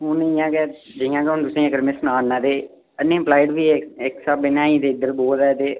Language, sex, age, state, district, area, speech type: Dogri, male, 18-30, Jammu and Kashmir, Udhampur, rural, conversation